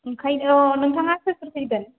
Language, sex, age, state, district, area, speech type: Bodo, female, 18-30, Assam, Kokrajhar, rural, conversation